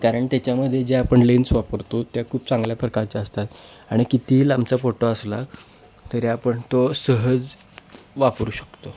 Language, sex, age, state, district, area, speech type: Marathi, male, 18-30, Maharashtra, Kolhapur, urban, spontaneous